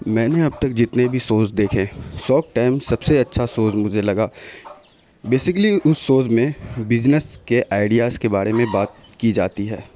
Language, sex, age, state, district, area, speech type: Urdu, male, 30-45, Bihar, Khagaria, rural, spontaneous